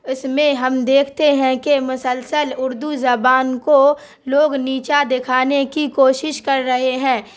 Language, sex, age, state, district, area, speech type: Urdu, female, 18-30, Bihar, Darbhanga, rural, spontaneous